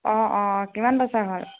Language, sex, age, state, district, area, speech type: Assamese, female, 30-45, Assam, Tinsukia, urban, conversation